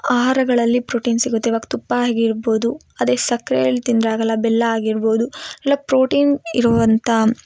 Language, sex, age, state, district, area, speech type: Kannada, female, 18-30, Karnataka, Chikkamagaluru, rural, spontaneous